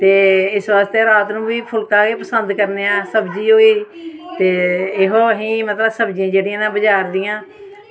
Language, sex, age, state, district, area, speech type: Dogri, female, 45-60, Jammu and Kashmir, Samba, urban, spontaneous